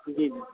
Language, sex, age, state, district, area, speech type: Urdu, male, 60+, Telangana, Hyderabad, urban, conversation